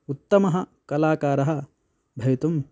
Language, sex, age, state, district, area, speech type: Sanskrit, male, 18-30, Karnataka, Belgaum, rural, spontaneous